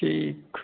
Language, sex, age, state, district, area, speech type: Punjabi, male, 60+, Punjab, Bathinda, rural, conversation